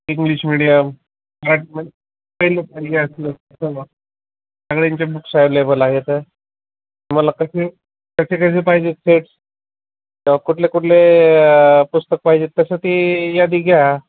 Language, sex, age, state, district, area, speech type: Marathi, male, 30-45, Maharashtra, Osmanabad, rural, conversation